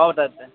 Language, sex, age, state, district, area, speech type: Assamese, male, 18-30, Assam, Dibrugarh, urban, conversation